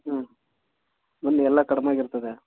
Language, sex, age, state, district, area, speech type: Kannada, male, 30-45, Karnataka, Mysore, rural, conversation